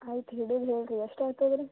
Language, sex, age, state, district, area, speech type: Kannada, female, 18-30, Karnataka, Gulbarga, urban, conversation